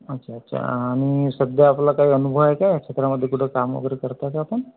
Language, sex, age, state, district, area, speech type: Marathi, male, 30-45, Maharashtra, Amravati, rural, conversation